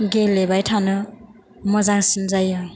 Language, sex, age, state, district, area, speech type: Bodo, female, 18-30, Assam, Chirang, rural, spontaneous